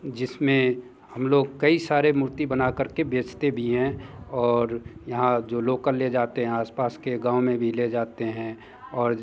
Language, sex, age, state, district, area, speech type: Hindi, male, 30-45, Bihar, Muzaffarpur, rural, spontaneous